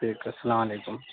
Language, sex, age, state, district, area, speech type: Urdu, male, 18-30, Delhi, South Delhi, urban, conversation